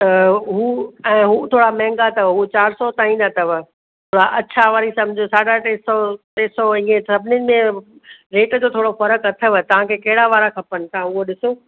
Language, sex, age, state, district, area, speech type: Sindhi, female, 45-60, Rajasthan, Ajmer, urban, conversation